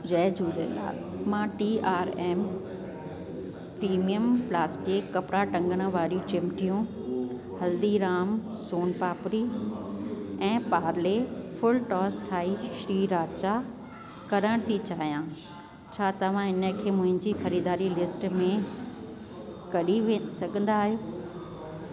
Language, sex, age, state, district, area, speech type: Sindhi, female, 60+, Delhi, South Delhi, urban, read